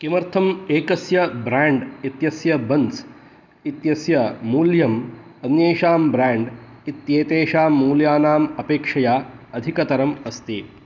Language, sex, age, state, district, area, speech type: Sanskrit, male, 30-45, Karnataka, Shimoga, rural, read